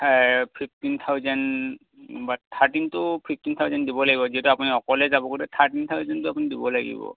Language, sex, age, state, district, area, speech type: Assamese, male, 45-60, Assam, Dhemaji, rural, conversation